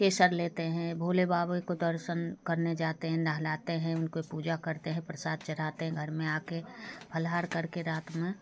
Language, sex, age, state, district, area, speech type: Hindi, female, 45-60, Bihar, Darbhanga, rural, spontaneous